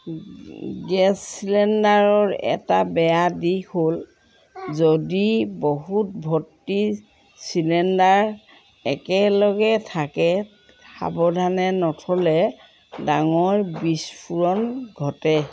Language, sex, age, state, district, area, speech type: Assamese, female, 60+, Assam, Dhemaji, rural, spontaneous